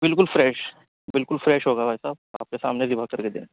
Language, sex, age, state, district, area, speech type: Urdu, male, 45-60, Uttar Pradesh, Muzaffarnagar, urban, conversation